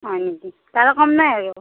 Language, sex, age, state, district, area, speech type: Assamese, female, 45-60, Assam, Darrang, rural, conversation